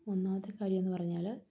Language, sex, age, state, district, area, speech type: Malayalam, female, 30-45, Kerala, Palakkad, rural, spontaneous